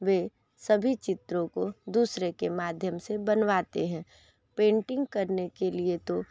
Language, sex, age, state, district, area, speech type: Hindi, female, 18-30, Uttar Pradesh, Sonbhadra, rural, spontaneous